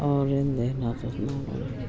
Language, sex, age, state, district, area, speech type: Kannada, female, 60+, Karnataka, Dharwad, rural, spontaneous